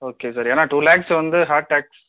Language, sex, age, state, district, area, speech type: Tamil, male, 45-60, Tamil Nadu, Mayiladuthurai, rural, conversation